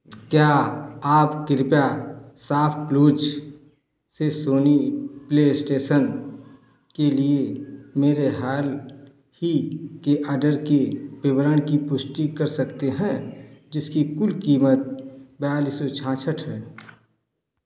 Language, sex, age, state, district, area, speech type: Hindi, male, 60+, Uttar Pradesh, Ayodhya, rural, read